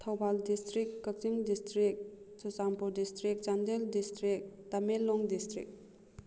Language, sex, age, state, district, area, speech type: Manipuri, female, 30-45, Manipur, Kakching, rural, spontaneous